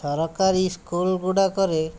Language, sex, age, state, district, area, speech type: Odia, male, 60+, Odisha, Khordha, rural, spontaneous